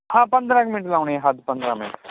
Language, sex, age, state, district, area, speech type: Punjabi, male, 30-45, Punjab, Fazilka, rural, conversation